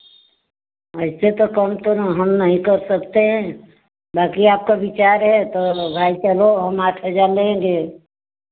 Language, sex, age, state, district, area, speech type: Hindi, female, 60+, Uttar Pradesh, Varanasi, rural, conversation